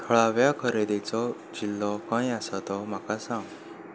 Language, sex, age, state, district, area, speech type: Goan Konkani, male, 18-30, Goa, Salcete, urban, read